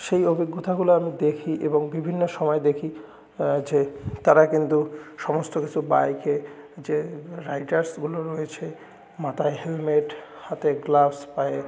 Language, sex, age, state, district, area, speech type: Bengali, male, 18-30, West Bengal, Jalpaiguri, urban, spontaneous